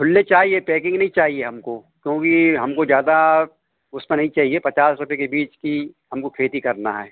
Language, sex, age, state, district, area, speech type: Hindi, male, 60+, Madhya Pradesh, Hoshangabad, urban, conversation